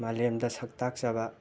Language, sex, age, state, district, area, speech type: Manipuri, male, 30-45, Manipur, Imphal West, rural, spontaneous